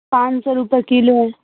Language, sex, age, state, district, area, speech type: Urdu, female, 45-60, Bihar, Supaul, rural, conversation